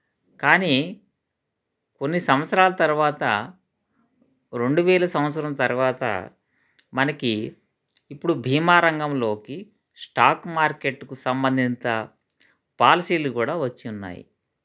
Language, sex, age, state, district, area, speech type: Telugu, male, 30-45, Andhra Pradesh, Krishna, urban, spontaneous